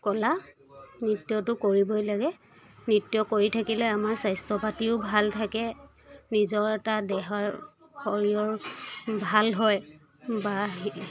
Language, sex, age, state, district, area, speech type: Assamese, female, 30-45, Assam, Charaideo, rural, spontaneous